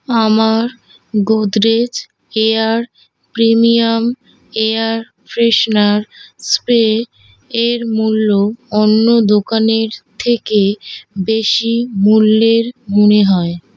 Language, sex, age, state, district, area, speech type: Bengali, female, 18-30, West Bengal, Kolkata, urban, read